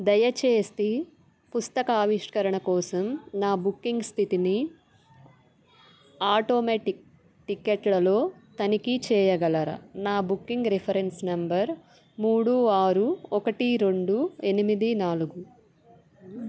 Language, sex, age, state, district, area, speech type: Telugu, female, 30-45, Andhra Pradesh, Bapatla, rural, read